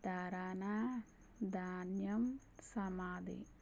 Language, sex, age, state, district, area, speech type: Telugu, female, 30-45, Telangana, Warangal, rural, spontaneous